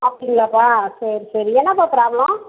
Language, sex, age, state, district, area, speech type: Tamil, female, 30-45, Tamil Nadu, Dharmapuri, rural, conversation